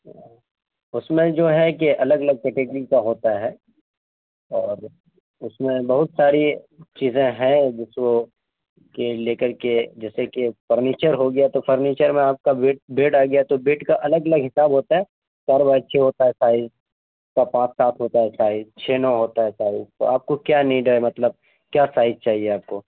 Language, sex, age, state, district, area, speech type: Urdu, male, 18-30, Bihar, Araria, rural, conversation